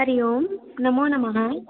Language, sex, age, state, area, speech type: Sanskrit, female, 30-45, Rajasthan, rural, conversation